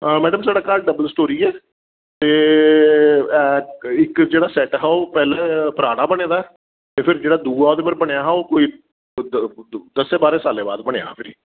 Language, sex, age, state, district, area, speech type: Dogri, male, 30-45, Jammu and Kashmir, Reasi, urban, conversation